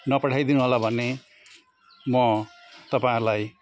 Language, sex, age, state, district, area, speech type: Nepali, male, 45-60, West Bengal, Jalpaiguri, urban, spontaneous